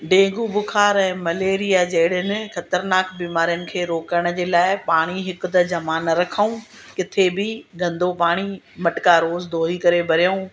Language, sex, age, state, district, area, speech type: Sindhi, female, 60+, Gujarat, Surat, urban, spontaneous